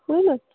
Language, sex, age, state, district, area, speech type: Bengali, female, 18-30, West Bengal, Darjeeling, urban, conversation